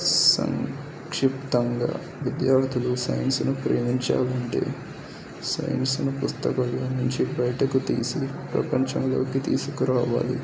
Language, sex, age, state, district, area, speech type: Telugu, male, 18-30, Telangana, Medak, rural, spontaneous